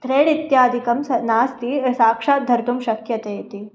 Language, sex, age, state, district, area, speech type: Sanskrit, female, 18-30, Maharashtra, Mumbai Suburban, urban, spontaneous